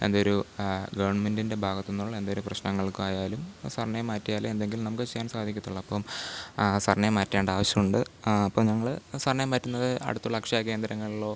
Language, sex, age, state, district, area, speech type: Malayalam, male, 18-30, Kerala, Pathanamthitta, rural, spontaneous